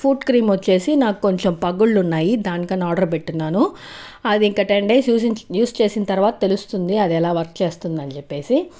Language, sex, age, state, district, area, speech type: Telugu, female, 30-45, Andhra Pradesh, Chittoor, urban, spontaneous